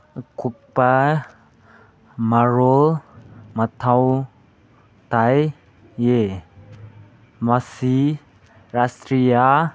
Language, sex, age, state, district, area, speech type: Manipuri, male, 18-30, Manipur, Senapati, rural, read